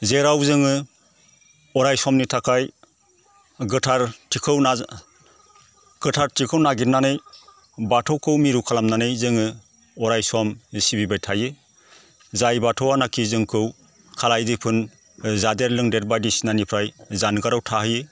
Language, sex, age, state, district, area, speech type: Bodo, male, 45-60, Assam, Baksa, rural, spontaneous